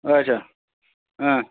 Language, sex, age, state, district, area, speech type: Kashmiri, male, 45-60, Jammu and Kashmir, Budgam, rural, conversation